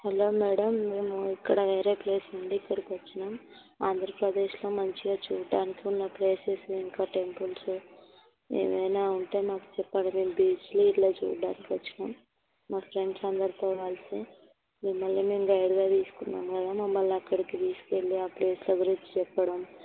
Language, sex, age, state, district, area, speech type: Telugu, female, 18-30, Andhra Pradesh, Visakhapatnam, rural, conversation